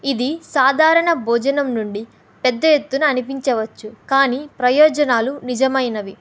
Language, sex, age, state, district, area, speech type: Telugu, female, 18-30, Andhra Pradesh, Kadapa, rural, spontaneous